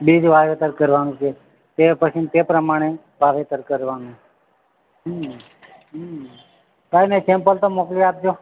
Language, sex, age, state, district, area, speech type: Gujarati, male, 45-60, Gujarat, Narmada, rural, conversation